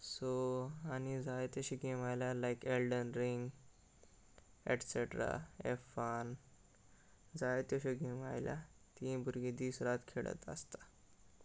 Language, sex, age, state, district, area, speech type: Goan Konkani, male, 18-30, Goa, Salcete, rural, spontaneous